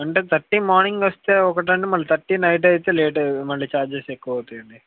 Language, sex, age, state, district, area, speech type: Telugu, male, 18-30, Andhra Pradesh, Srikakulam, urban, conversation